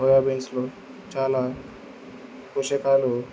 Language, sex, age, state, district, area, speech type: Telugu, male, 18-30, Andhra Pradesh, Kurnool, rural, spontaneous